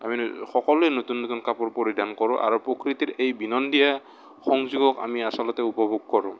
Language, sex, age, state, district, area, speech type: Assamese, male, 30-45, Assam, Morigaon, rural, spontaneous